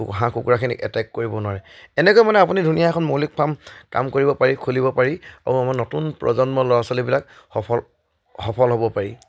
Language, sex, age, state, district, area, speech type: Assamese, male, 30-45, Assam, Charaideo, rural, spontaneous